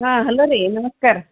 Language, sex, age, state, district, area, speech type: Kannada, female, 45-60, Karnataka, Gulbarga, urban, conversation